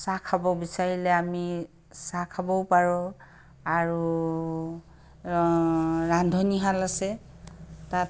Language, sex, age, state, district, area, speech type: Assamese, female, 60+, Assam, Charaideo, urban, spontaneous